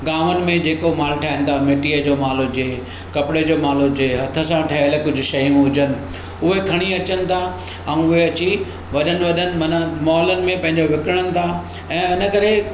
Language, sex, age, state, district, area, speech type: Sindhi, male, 60+, Maharashtra, Mumbai Suburban, urban, spontaneous